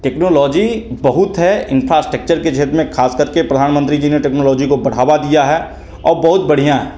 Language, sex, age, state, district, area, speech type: Hindi, male, 18-30, Bihar, Begusarai, rural, spontaneous